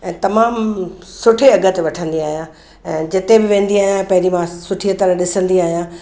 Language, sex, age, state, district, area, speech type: Sindhi, female, 60+, Maharashtra, Mumbai Suburban, urban, spontaneous